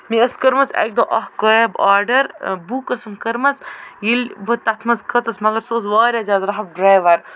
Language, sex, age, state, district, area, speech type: Kashmiri, female, 30-45, Jammu and Kashmir, Baramulla, rural, spontaneous